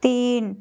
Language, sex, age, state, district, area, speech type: Bengali, female, 60+, West Bengal, Purba Medinipur, rural, read